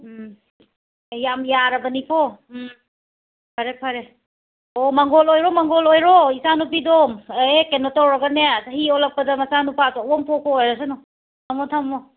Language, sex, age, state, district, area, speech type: Manipuri, female, 30-45, Manipur, Imphal West, urban, conversation